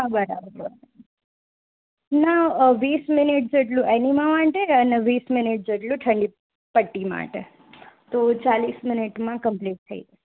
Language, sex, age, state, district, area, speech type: Gujarati, female, 18-30, Gujarat, Morbi, urban, conversation